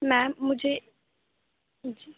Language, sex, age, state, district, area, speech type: Urdu, female, 18-30, Uttar Pradesh, Aligarh, urban, conversation